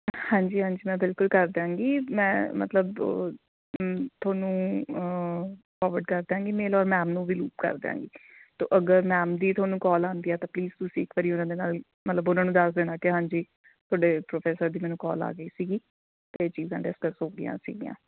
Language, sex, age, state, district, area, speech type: Punjabi, female, 30-45, Punjab, Amritsar, urban, conversation